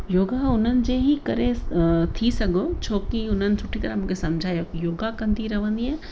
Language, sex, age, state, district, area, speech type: Sindhi, female, 45-60, Gujarat, Kutch, rural, spontaneous